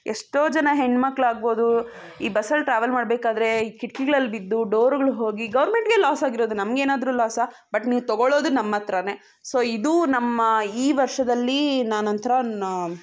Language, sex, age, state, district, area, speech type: Kannada, female, 18-30, Karnataka, Chikkaballapur, rural, spontaneous